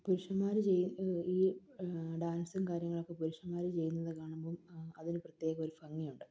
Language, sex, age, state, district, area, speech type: Malayalam, female, 30-45, Kerala, Palakkad, rural, spontaneous